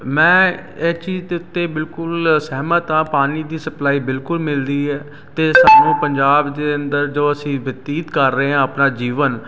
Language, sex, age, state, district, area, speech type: Punjabi, male, 30-45, Punjab, Ludhiana, urban, spontaneous